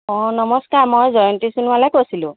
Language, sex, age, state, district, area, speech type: Assamese, female, 45-60, Assam, Jorhat, urban, conversation